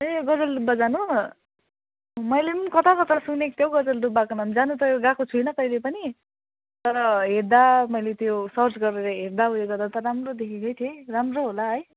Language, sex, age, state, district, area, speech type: Nepali, female, 30-45, West Bengal, Jalpaiguri, urban, conversation